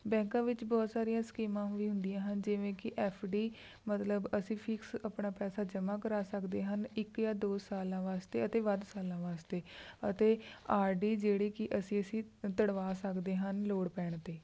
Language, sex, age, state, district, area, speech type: Punjabi, female, 18-30, Punjab, Rupnagar, rural, spontaneous